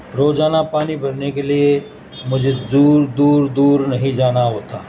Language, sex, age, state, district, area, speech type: Urdu, male, 60+, Uttar Pradesh, Gautam Buddha Nagar, urban, spontaneous